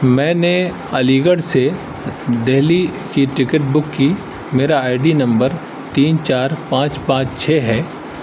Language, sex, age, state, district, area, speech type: Urdu, male, 30-45, Uttar Pradesh, Aligarh, urban, spontaneous